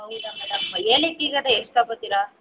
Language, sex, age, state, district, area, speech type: Kannada, female, 18-30, Karnataka, Chamarajanagar, rural, conversation